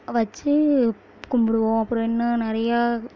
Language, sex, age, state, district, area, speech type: Tamil, female, 18-30, Tamil Nadu, Kallakurichi, rural, spontaneous